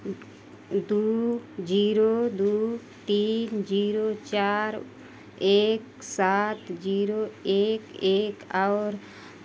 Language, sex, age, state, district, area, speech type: Hindi, female, 30-45, Uttar Pradesh, Mau, rural, read